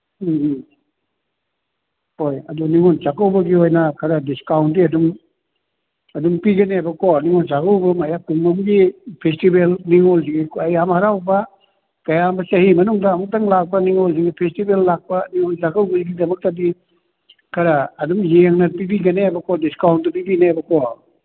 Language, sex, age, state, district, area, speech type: Manipuri, male, 60+, Manipur, Thoubal, rural, conversation